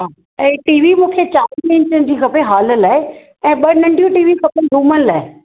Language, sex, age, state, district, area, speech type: Sindhi, female, 45-60, Maharashtra, Thane, urban, conversation